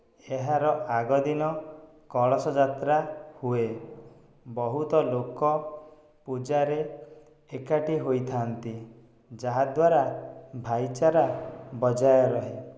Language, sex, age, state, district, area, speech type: Odia, male, 18-30, Odisha, Dhenkanal, rural, spontaneous